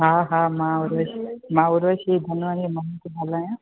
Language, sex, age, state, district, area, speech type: Sindhi, female, 30-45, Gujarat, Junagadh, rural, conversation